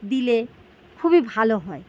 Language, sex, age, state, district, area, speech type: Bengali, female, 30-45, West Bengal, North 24 Parganas, urban, spontaneous